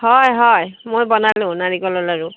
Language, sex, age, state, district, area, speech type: Assamese, female, 45-60, Assam, Barpeta, urban, conversation